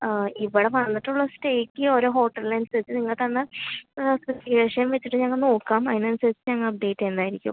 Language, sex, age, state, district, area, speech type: Malayalam, female, 30-45, Kerala, Thrissur, rural, conversation